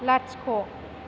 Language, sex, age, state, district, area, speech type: Bodo, female, 18-30, Assam, Chirang, urban, read